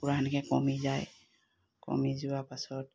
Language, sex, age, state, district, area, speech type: Assamese, female, 45-60, Assam, Dibrugarh, rural, spontaneous